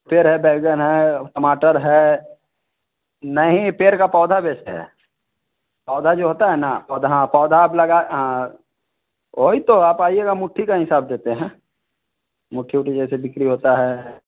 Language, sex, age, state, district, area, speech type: Hindi, male, 30-45, Bihar, Vaishali, urban, conversation